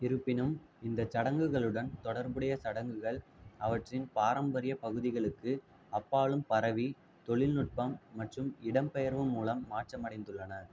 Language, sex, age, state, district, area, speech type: Tamil, male, 45-60, Tamil Nadu, Ariyalur, rural, read